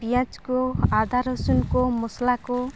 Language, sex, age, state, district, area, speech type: Santali, female, 18-30, West Bengal, Purulia, rural, spontaneous